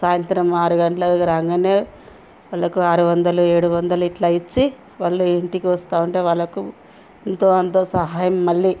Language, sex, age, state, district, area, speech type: Telugu, female, 45-60, Telangana, Ranga Reddy, rural, spontaneous